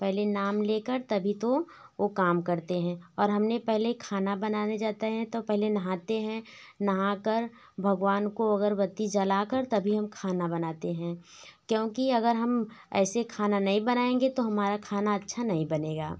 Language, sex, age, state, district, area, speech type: Hindi, female, 18-30, Uttar Pradesh, Varanasi, rural, spontaneous